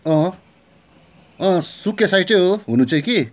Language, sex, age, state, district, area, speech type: Nepali, male, 45-60, West Bengal, Darjeeling, rural, spontaneous